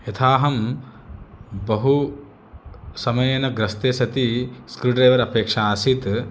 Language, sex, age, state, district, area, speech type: Sanskrit, male, 30-45, Andhra Pradesh, Chittoor, urban, spontaneous